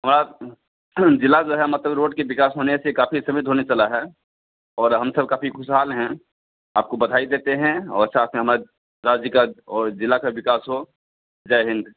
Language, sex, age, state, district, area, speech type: Hindi, male, 45-60, Bihar, Begusarai, rural, conversation